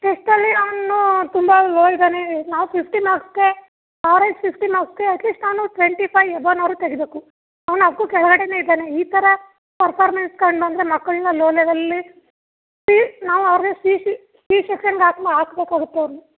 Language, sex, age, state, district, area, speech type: Kannada, female, 18-30, Karnataka, Chamarajanagar, rural, conversation